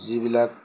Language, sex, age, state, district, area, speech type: Assamese, male, 60+, Assam, Lakhimpur, rural, spontaneous